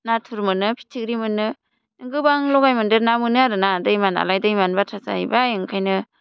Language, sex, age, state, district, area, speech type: Bodo, female, 18-30, Assam, Baksa, rural, spontaneous